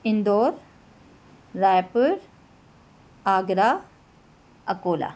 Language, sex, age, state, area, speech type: Sindhi, female, 30-45, Maharashtra, urban, spontaneous